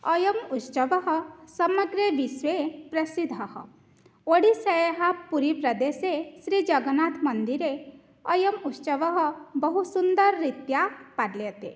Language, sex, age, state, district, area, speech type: Sanskrit, female, 18-30, Odisha, Cuttack, rural, spontaneous